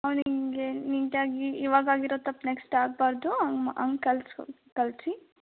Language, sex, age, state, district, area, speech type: Kannada, female, 18-30, Karnataka, Davanagere, rural, conversation